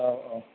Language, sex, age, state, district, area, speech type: Bodo, male, 45-60, Assam, Chirang, rural, conversation